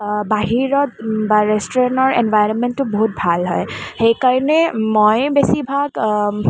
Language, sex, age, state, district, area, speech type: Assamese, female, 18-30, Assam, Kamrup Metropolitan, urban, spontaneous